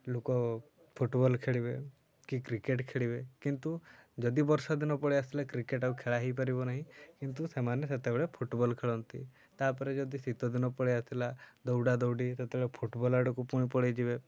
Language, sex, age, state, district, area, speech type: Odia, male, 18-30, Odisha, Mayurbhanj, rural, spontaneous